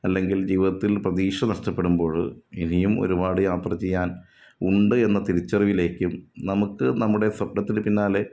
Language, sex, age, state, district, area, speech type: Malayalam, male, 30-45, Kerala, Ernakulam, rural, spontaneous